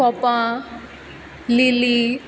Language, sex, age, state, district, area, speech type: Goan Konkani, female, 18-30, Goa, Quepem, rural, spontaneous